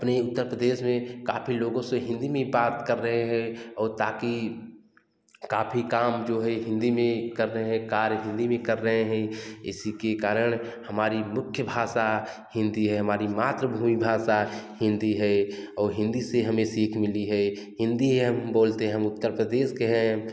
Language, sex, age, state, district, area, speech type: Hindi, male, 18-30, Uttar Pradesh, Jaunpur, urban, spontaneous